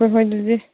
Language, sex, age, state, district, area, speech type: Manipuri, female, 18-30, Manipur, Kangpokpi, rural, conversation